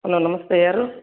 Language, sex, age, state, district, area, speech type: Kannada, male, 30-45, Karnataka, Bellary, rural, conversation